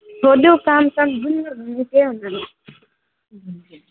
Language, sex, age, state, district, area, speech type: Nepali, male, 18-30, West Bengal, Alipurduar, urban, conversation